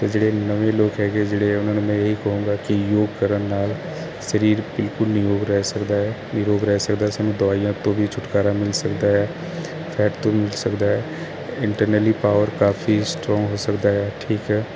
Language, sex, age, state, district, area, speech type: Punjabi, male, 30-45, Punjab, Kapurthala, urban, spontaneous